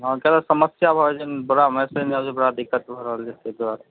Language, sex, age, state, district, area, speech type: Maithili, male, 45-60, Bihar, Madhubani, rural, conversation